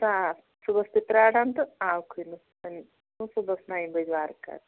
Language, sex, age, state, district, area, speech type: Kashmiri, female, 30-45, Jammu and Kashmir, Bandipora, rural, conversation